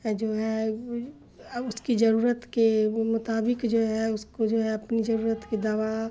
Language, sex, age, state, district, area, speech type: Urdu, female, 60+, Bihar, Khagaria, rural, spontaneous